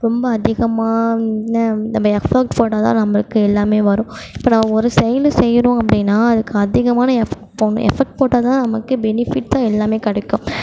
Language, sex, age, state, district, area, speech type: Tamil, female, 18-30, Tamil Nadu, Mayiladuthurai, urban, spontaneous